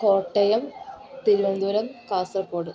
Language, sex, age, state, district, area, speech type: Malayalam, female, 18-30, Kerala, Kozhikode, rural, spontaneous